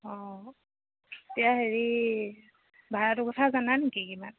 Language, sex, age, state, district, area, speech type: Assamese, female, 30-45, Assam, Jorhat, urban, conversation